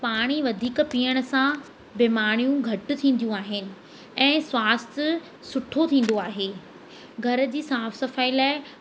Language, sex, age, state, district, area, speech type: Sindhi, female, 18-30, Madhya Pradesh, Katni, urban, spontaneous